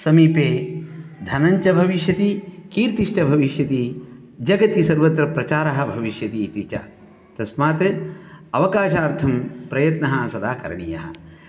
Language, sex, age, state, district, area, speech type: Sanskrit, male, 45-60, Karnataka, Shimoga, rural, spontaneous